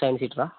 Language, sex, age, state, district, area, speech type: Malayalam, male, 45-60, Kerala, Wayanad, rural, conversation